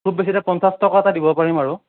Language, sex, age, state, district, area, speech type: Assamese, male, 18-30, Assam, Darrang, rural, conversation